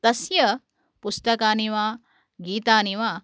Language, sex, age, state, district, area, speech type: Sanskrit, female, 30-45, Karnataka, Udupi, urban, spontaneous